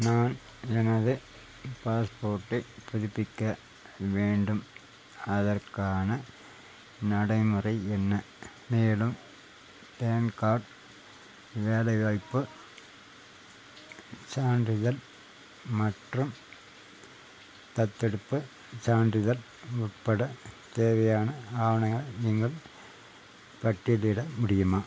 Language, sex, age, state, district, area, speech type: Tamil, male, 45-60, Tamil Nadu, Nilgiris, rural, read